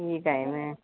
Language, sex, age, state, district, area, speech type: Marathi, female, 45-60, Maharashtra, Nagpur, urban, conversation